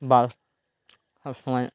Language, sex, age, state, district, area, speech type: Bengali, male, 45-60, West Bengal, Birbhum, urban, spontaneous